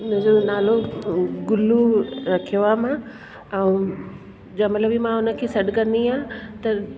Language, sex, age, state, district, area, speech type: Sindhi, female, 45-60, Delhi, South Delhi, urban, spontaneous